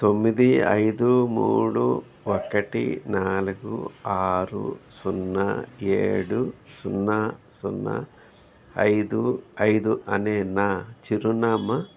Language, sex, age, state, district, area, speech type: Telugu, male, 60+, Andhra Pradesh, N T Rama Rao, urban, read